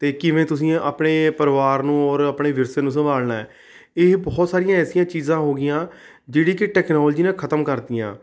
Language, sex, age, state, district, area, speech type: Punjabi, male, 30-45, Punjab, Rupnagar, urban, spontaneous